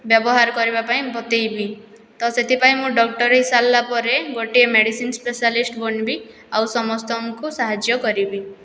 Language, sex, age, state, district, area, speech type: Odia, female, 18-30, Odisha, Boudh, rural, spontaneous